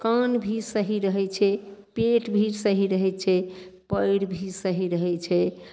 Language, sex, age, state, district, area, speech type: Maithili, female, 60+, Bihar, Madhepura, urban, spontaneous